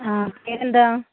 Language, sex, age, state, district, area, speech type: Malayalam, female, 18-30, Kerala, Kannur, rural, conversation